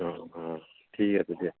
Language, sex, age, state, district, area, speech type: Assamese, male, 45-60, Assam, Tinsukia, urban, conversation